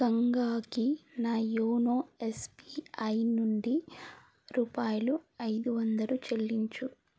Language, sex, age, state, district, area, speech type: Telugu, female, 18-30, Telangana, Mancherial, rural, read